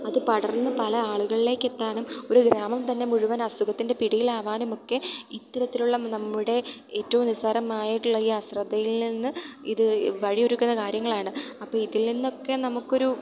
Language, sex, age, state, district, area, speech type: Malayalam, female, 18-30, Kerala, Idukki, rural, spontaneous